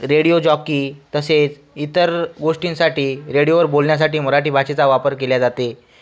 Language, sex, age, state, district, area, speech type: Marathi, male, 18-30, Maharashtra, Washim, rural, spontaneous